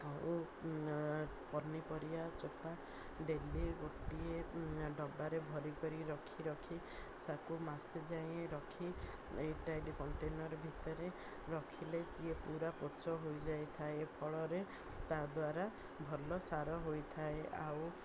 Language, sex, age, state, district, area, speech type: Odia, female, 60+, Odisha, Ganjam, urban, spontaneous